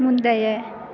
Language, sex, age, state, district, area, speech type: Tamil, female, 18-30, Tamil Nadu, Mayiladuthurai, urban, read